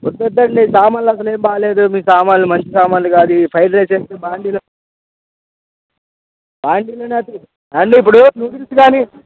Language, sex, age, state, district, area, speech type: Telugu, male, 18-30, Andhra Pradesh, Bapatla, rural, conversation